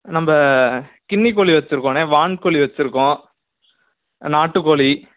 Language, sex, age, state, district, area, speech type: Tamil, male, 18-30, Tamil Nadu, Tiruchirappalli, rural, conversation